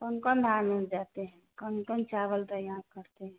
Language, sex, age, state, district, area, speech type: Hindi, female, 60+, Bihar, Vaishali, urban, conversation